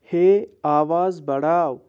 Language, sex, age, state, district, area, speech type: Kashmiri, male, 30-45, Jammu and Kashmir, Anantnag, rural, read